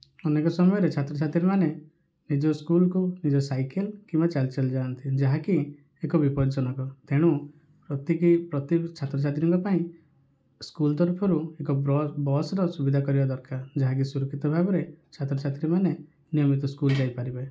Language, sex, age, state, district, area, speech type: Odia, male, 30-45, Odisha, Kandhamal, rural, spontaneous